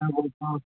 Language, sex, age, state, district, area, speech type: Hindi, male, 18-30, Bihar, Begusarai, rural, conversation